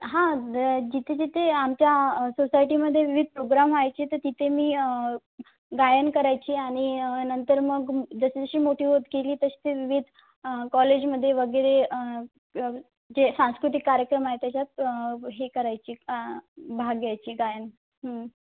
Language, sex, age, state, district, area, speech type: Marathi, female, 18-30, Maharashtra, Amravati, rural, conversation